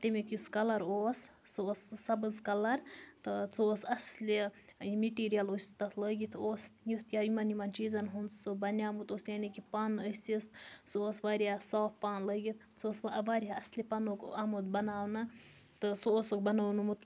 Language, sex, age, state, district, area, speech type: Kashmiri, female, 30-45, Jammu and Kashmir, Baramulla, rural, spontaneous